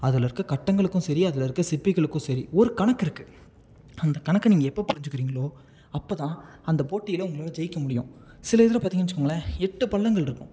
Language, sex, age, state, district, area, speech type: Tamil, male, 18-30, Tamil Nadu, Salem, rural, spontaneous